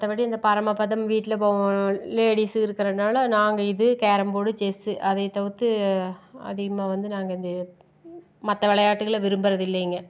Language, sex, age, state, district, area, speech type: Tamil, female, 45-60, Tamil Nadu, Tiruppur, rural, spontaneous